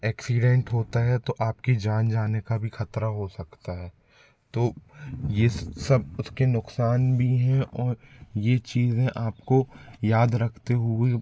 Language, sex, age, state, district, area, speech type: Hindi, male, 18-30, Madhya Pradesh, Jabalpur, urban, spontaneous